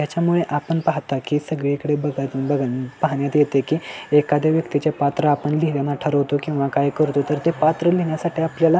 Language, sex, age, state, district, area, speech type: Marathi, male, 18-30, Maharashtra, Sangli, urban, spontaneous